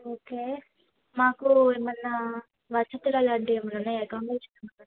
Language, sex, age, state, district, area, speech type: Telugu, female, 18-30, Andhra Pradesh, Bapatla, urban, conversation